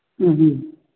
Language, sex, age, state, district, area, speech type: Manipuri, male, 60+, Manipur, Thoubal, rural, conversation